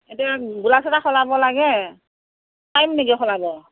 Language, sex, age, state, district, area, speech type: Assamese, female, 45-60, Assam, Morigaon, rural, conversation